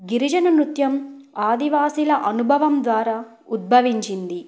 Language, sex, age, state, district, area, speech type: Telugu, female, 18-30, Telangana, Bhadradri Kothagudem, rural, spontaneous